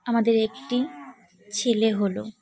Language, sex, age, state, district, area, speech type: Bengali, female, 30-45, West Bengal, Cooch Behar, urban, spontaneous